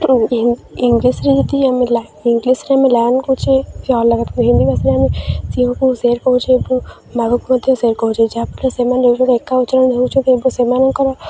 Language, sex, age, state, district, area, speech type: Odia, female, 18-30, Odisha, Jagatsinghpur, rural, spontaneous